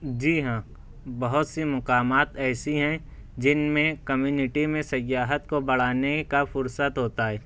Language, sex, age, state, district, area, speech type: Urdu, male, 18-30, Maharashtra, Nashik, urban, spontaneous